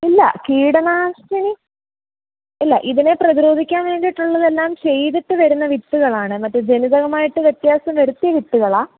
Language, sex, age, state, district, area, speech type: Malayalam, female, 18-30, Kerala, Pathanamthitta, rural, conversation